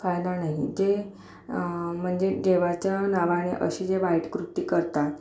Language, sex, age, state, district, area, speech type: Marathi, female, 30-45, Maharashtra, Akola, urban, spontaneous